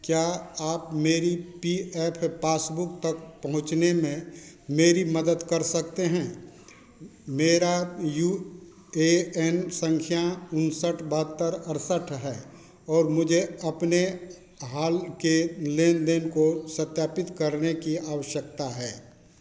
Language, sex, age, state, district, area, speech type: Hindi, male, 60+, Bihar, Madhepura, urban, read